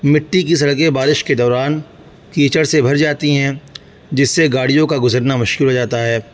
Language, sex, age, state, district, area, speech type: Urdu, male, 18-30, Uttar Pradesh, Saharanpur, urban, spontaneous